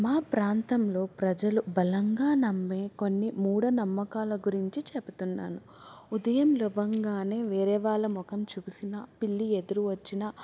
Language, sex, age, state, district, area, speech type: Telugu, female, 18-30, Telangana, Hyderabad, urban, spontaneous